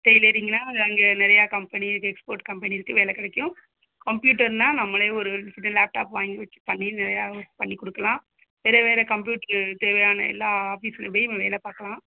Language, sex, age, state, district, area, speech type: Tamil, female, 45-60, Tamil Nadu, Sivaganga, rural, conversation